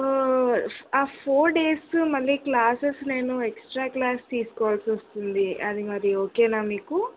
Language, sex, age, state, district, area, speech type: Telugu, female, 18-30, Telangana, Sangareddy, urban, conversation